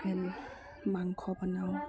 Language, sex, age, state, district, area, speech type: Assamese, female, 60+, Assam, Darrang, rural, spontaneous